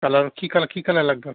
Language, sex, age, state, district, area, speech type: Bengali, male, 60+, West Bengal, Howrah, urban, conversation